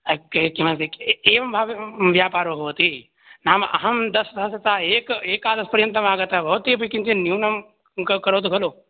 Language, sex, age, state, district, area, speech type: Sanskrit, male, 18-30, Bihar, Begusarai, rural, conversation